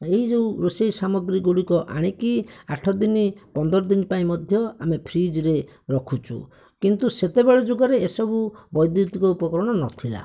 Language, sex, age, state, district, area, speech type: Odia, male, 30-45, Odisha, Bhadrak, rural, spontaneous